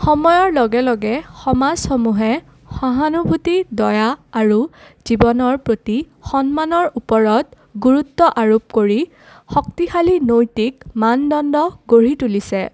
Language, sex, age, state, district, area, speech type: Assamese, female, 18-30, Assam, Udalguri, rural, spontaneous